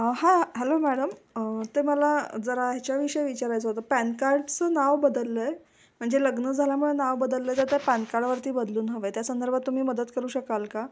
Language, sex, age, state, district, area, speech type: Marathi, female, 45-60, Maharashtra, Kolhapur, urban, spontaneous